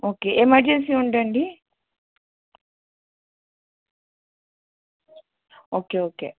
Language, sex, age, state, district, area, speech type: Telugu, female, 18-30, Andhra Pradesh, Krishna, urban, conversation